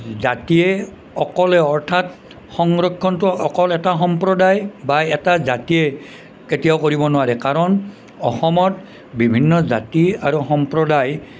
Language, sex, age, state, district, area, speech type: Assamese, male, 60+, Assam, Nalbari, rural, spontaneous